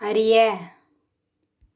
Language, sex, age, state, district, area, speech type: Tamil, female, 45-60, Tamil Nadu, Dharmapuri, urban, read